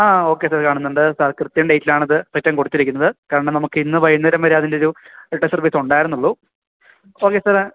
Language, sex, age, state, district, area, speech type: Malayalam, male, 18-30, Kerala, Idukki, rural, conversation